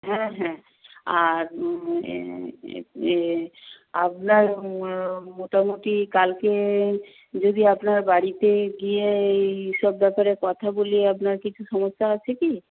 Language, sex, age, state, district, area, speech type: Bengali, female, 60+, West Bengal, Nadia, rural, conversation